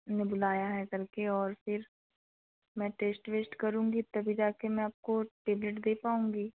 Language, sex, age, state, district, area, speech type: Hindi, female, 18-30, Madhya Pradesh, Betul, rural, conversation